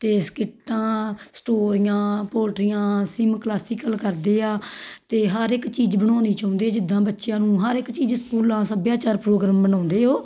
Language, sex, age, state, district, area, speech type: Punjabi, female, 30-45, Punjab, Tarn Taran, rural, spontaneous